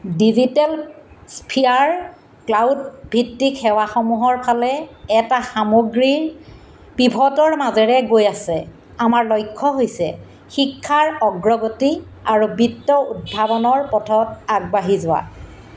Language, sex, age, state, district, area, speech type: Assamese, female, 45-60, Assam, Golaghat, urban, read